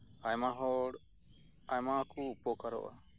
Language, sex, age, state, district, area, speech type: Santali, male, 30-45, West Bengal, Birbhum, rural, spontaneous